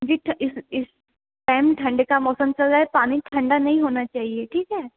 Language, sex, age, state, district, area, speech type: Hindi, female, 18-30, Uttar Pradesh, Varanasi, urban, conversation